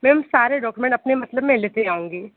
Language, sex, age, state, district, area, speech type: Hindi, female, 18-30, Uttar Pradesh, Sonbhadra, rural, conversation